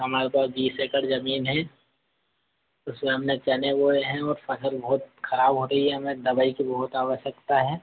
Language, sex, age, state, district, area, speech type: Hindi, male, 30-45, Madhya Pradesh, Harda, urban, conversation